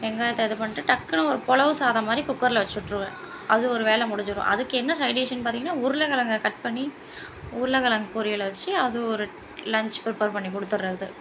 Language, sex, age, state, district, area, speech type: Tamil, female, 30-45, Tamil Nadu, Thanjavur, urban, spontaneous